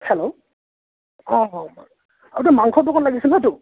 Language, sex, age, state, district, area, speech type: Assamese, male, 30-45, Assam, Morigaon, rural, conversation